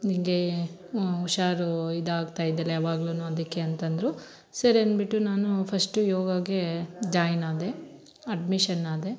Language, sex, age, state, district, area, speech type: Kannada, female, 30-45, Karnataka, Bangalore Rural, rural, spontaneous